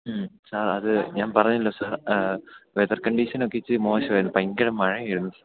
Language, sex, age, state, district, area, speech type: Malayalam, male, 18-30, Kerala, Idukki, rural, conversation